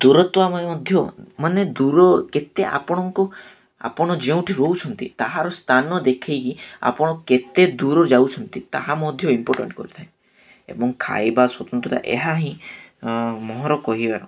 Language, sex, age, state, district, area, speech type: Odia, male, 18-30, Odisha, Nabarangpur, urban, spontaneous